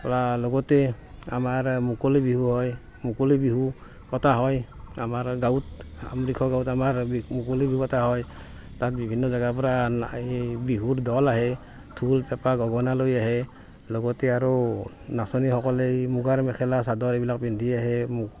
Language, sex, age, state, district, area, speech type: Assamese, male, 45-60, Assam, Barpeta, rural, spontaneous